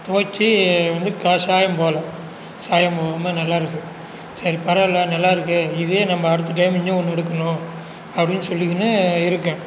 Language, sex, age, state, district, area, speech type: Tamil, male, 45-60, Tamil Nadu, Cuddalore, rural, spontaneous